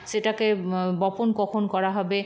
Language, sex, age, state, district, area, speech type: Bengali, female, 30-45, West Bengal, Paschim Bardhaman, rural, spontaneous